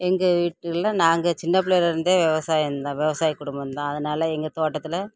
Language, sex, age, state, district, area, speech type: Tamil, female, 45-60, Tamil Nadu, Thoothukudi, rural, spontaneous